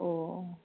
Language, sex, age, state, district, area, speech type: Bodo, female, 45-60, Assam, Kokrajhar, rural, conversation